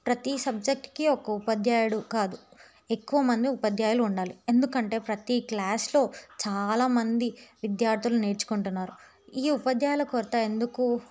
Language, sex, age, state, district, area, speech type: Telugu, female, 18-30, Telangana, Yadadri Bhuvanagiri, urban, spontaneous